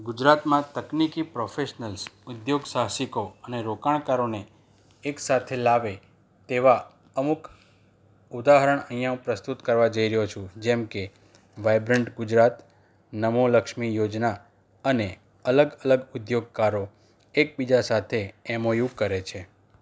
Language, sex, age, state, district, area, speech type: Gujarati, male, 45-60, Gujarat, Anand, urban, spontaneous